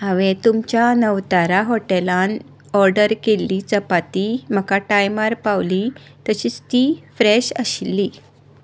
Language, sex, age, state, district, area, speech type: Goan Konkani, female, 45-60, Goa, Tiswadi, rural, spontaneous